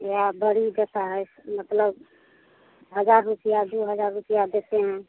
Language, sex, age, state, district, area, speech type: Hindi, female, 45-60, Bihar, Madhepura, rural, conversation